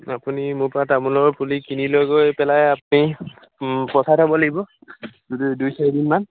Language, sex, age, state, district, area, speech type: Assamese, male, 18-30, Assam, Sivasagar, rural, conversation